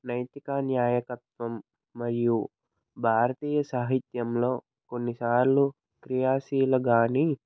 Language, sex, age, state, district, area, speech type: Telugu, male, 30-45, Andhra Pradesh, Krishna, urban, spontaneous